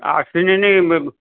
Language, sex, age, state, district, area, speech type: Odia, male, 60+, Odisha, Jharsuguda, rural, conversation